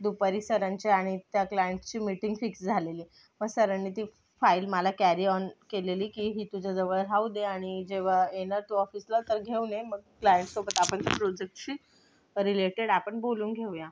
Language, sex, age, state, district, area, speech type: Marathi, female, 18-30, Maharashtra, Thane, urban, spontaneous